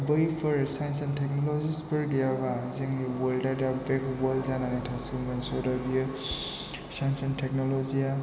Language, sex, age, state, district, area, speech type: Bodo, male, 30-45, Assam, Chirang, rural, spontaneous